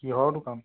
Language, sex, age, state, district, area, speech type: Assamese, male, 45-60, Assam, Charaideo, rural, conversation